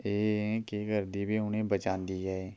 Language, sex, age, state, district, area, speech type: Dogri, male, 30-45, Jammu and Kashmir, Kathua, rural, spontaneous